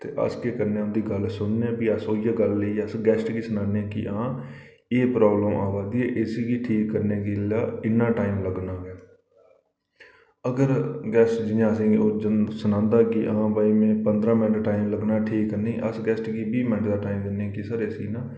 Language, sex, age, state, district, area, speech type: Dogri, male, 30-45, Jammu and Kashmir, Reasi, rural, spontaneous